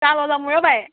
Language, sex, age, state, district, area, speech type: Manipuri, female, 30-45, Manipur, Imphal West, rural, conversation